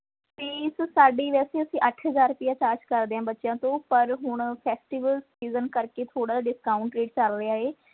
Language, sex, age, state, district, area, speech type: Punjabi, female, 30-45, Punjab, Mohali, rural, conversation